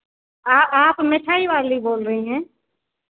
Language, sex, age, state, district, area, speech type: Hindi, female, 30-45, Madhya Pradesh, Hoshangabad, rural, conversation